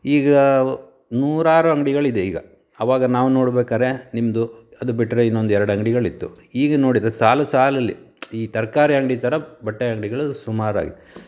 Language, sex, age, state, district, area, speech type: Kannada, male, 45-60, Karnataka, Shimoga, rural, spontaneous